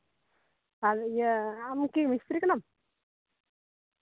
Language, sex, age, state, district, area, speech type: Santali, female, 18-30, West Bengal, Purulia, rural, conversation